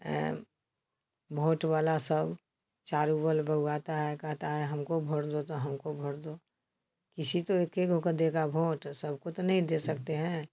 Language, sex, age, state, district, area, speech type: Hindi, female, 60+, Bihar, Samastipur, rural, spontaneous